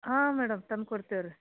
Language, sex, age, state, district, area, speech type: Kannada, female, 30-45, Karnataka, Dharwad, rural, conversation